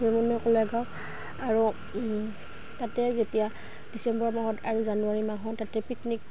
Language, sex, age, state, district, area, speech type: Assamese, female, 18-30, Assam, Udalguri, rural, spontaneous